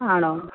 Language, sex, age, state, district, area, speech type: Malayalam, female, 30-45, Kerala, Malappuram, rural, conversation